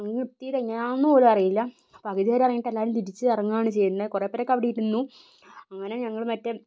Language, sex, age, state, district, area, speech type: Malayalam, female, 30-45, Kerala, Kozhikode, urban, spontaneous